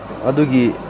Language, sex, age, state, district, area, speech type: Manipuri, male, 30-45, Manipur, Senapati, rural, spontaneous